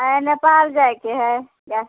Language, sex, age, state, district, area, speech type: Maithili, female, 45-60, Bihar, Muzaffarpur, rural, conversation